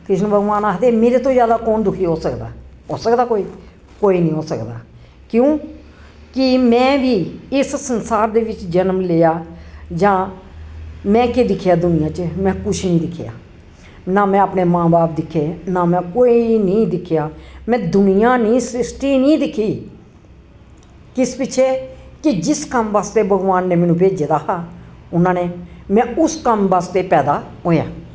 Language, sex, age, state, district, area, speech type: Dogri, female, 60+, Jammu and Kashmir, Jammu, urban, spontaneous